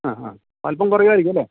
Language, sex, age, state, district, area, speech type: Malayalam, male, 60+, Kerala, Idukki, rural, conversation